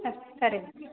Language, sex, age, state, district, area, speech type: Kannada, female, 45-60, Karnataka, Dharwad, rural, conversation